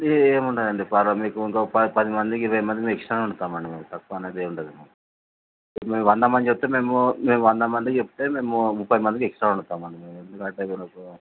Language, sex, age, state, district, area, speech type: Telugu, male, 45-60, Telangana, Mancherial, rural, conversation